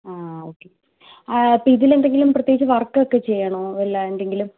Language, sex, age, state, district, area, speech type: Malayalam, female, 18-30, Kerala, Idukki, rural, conversation